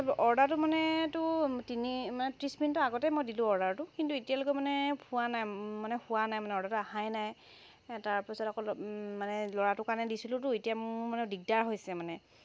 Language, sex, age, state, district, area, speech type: Assamese, female, 30-45, Assam, Charaideo, urban, spontaneous